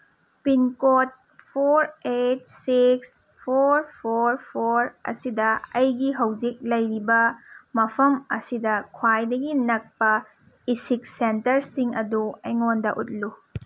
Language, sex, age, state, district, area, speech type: Manipuri, female, 30-45, Manipur, Senapati, rural, read